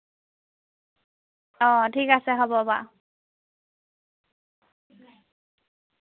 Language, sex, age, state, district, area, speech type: Assamese, female, 18-30, Assam, Majuli, urban, conversation